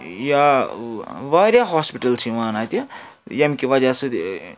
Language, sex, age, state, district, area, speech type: Kashmiri, male, 30-45, Jammu and Kashmir, Srinagar, urban, spontaneous